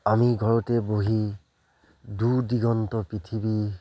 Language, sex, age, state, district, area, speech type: Assamese, male, 30-45, Assam, Charaideo, rural, spontaneous